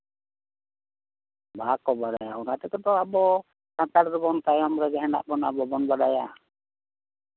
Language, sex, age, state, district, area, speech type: Santali, male, 60+, West Bengal, Bankura, rural, conversation